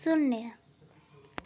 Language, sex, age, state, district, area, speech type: Hindi, female, 18-30, Uttar Pradesh, Azamgarh, rural, read